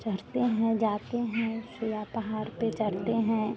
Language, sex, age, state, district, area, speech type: Hindi, female, 45-60, Bihar, Madhepura, rural, spontaneous